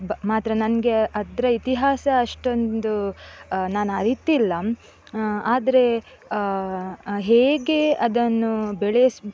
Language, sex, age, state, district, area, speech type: Kannada, female, 18-30, Karnataka, Dakshina Kannada, rural, spontaneous